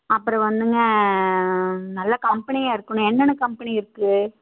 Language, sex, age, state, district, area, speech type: Tamil, female, 30-45, Tamil Nadu, Coimbatore, rural, conversation